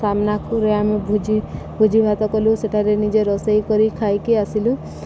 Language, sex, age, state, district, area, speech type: Odia, female, 18-30, Odisha, Subarnapur, urban, spontaneous